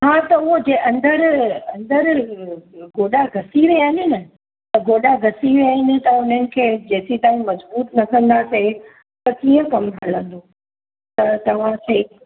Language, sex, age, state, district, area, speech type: Sindhi, female, 45-60, Maharashtra, Mumbai Suburban, urban, conversation